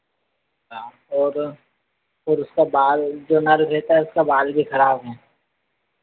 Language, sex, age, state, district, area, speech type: Hindi, male, 30-45, Madhya Pradesh, Harda, urban, conversation